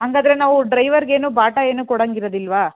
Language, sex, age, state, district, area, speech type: Kannada, female, 18-30, Karnataka, Mandya, rural, conversation